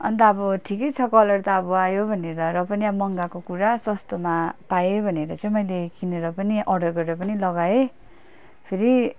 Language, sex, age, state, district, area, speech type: Nepali, female, 18-30, West Bengal, Darjeeling, rural, spontaneous